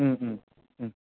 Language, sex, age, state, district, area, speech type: Manipuri, male, 30-45, Manipur, Kakching, rural, conversation